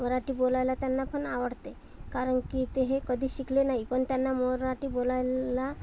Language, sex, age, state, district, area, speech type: Marathi, female, 30-45, Maharashtra, Amravati, urban, spontaneous